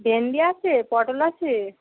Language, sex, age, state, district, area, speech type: Bengali, female, 45-60, West Bengal, Birbhum, urban, conversation